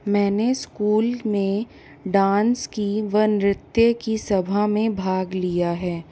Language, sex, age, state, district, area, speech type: Hindi, female, 18-30, Rajasthan, Jaipur, urban, spontaneous